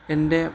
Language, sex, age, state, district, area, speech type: Malayalam, male, 18-30, Kerala, Kozhikode, rural, spontaneous